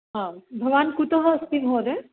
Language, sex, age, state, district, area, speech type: Sanskrit, female, 30-45, Maharashtra, Nagpur, urban, conversation